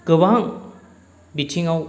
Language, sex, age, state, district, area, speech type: Bodo, male, 45-60, Assam, Kokrajhar, rural, spontaneous